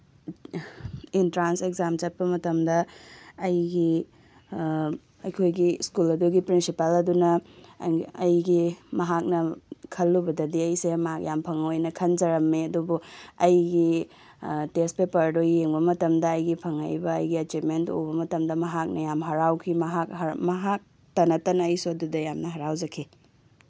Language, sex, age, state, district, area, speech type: Manipuri, female, 18-30, Manipur, Tengnoupal, rural, spontaneous